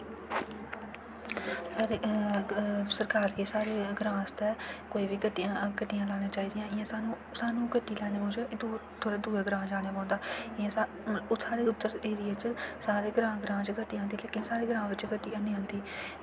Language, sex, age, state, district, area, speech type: Dogri, female, 18-30, Jammu and Kashmir, Kathua, rural, spontaneous